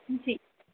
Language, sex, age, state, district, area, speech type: Sindhi, female, 30-45, Madhya Pradesh, Katni, urban, conversation